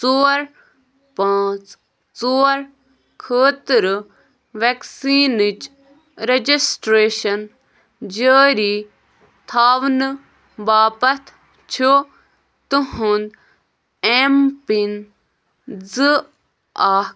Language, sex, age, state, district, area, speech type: Kashmiri, female, 18-30, Jammu and Kashmir, Bandipora, rural, read